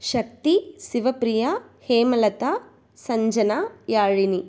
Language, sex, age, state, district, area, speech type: Tamil, female, 45-60, Tamil Nadu, Tiruvarur, rural, spontaneous